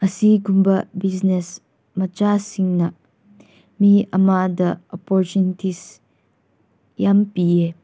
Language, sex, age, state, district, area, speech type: Manipuri, female, 18-30, Manipur, Senapati, rural, spontaneous